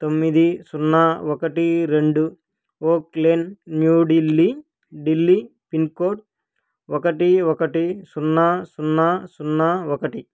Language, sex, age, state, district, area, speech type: Telugu, male, 18-30, Andhra Pradesh, Krishna, urban, read